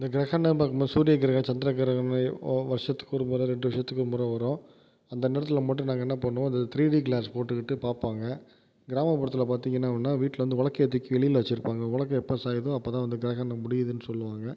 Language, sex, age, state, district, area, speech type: Tamil, male, 30-45, Tamil Nadu, Tiruvarur, rural, spontaneous